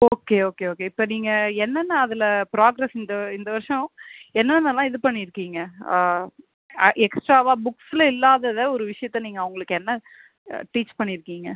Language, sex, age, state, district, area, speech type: Tamil, male, 30-45, Tamil Nadu, Cuddalore, urban, conversation